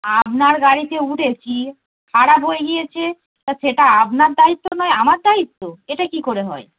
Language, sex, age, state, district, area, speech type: Bengali, female, 30-45, West Bengal, Darjeeling, rural, conversation